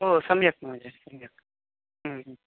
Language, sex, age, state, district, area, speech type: Sanskrit, male, 45-60, Karnataka, Bangalore Urban, urban, conversation